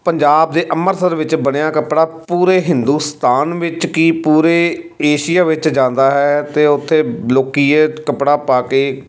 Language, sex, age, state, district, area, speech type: Punjabi, male, 30-45, Punjab, Amritsar, urban, spontaneous